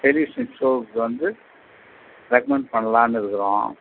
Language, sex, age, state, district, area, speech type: Tamil, male, 60+, Tamil Nadu, Vellore, rural, conversation